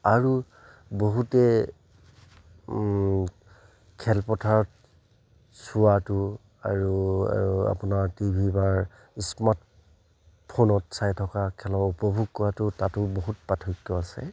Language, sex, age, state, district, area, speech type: Assamese, male, 30-45, Assam, Charaideo, rural, spontaneous